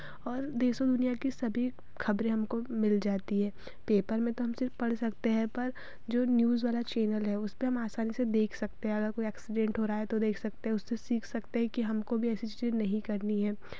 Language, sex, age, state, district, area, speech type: Hindi, female, 30-45, Madhya Pradesh, Betul, urban, spontaneous